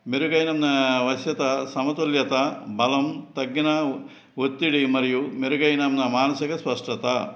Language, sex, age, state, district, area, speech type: Telugu, male, 60+, Andhra Pradesh, Eluru, urban, spontaneous